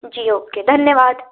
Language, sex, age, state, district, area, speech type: Hindi, female, 18-30, Madhya Pradesh, Betul, urban, conversation